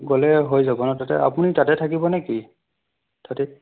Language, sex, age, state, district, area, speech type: Assamese, male, 30-45, Assam, Sonitpur, rural, conversation